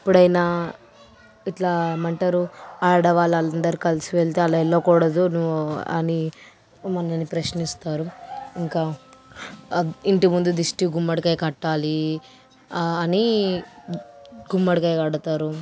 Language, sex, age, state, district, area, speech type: Telugu, female, 18-30, Telangana, Medchal, urban, spontaneous